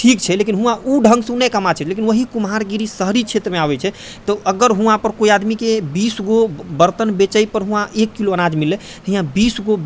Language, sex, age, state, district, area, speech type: Maithili, male, 45-60, Bihar, Purnia, rural, spontaneous